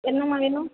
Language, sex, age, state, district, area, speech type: Tamil, female, 45-60, Tamil Nadu, Perambalur, rural, conversation